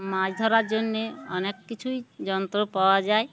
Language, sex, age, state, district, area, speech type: Bengali, female, 60+, West Bengal, Uttar Dinajpur, urban, spontaneous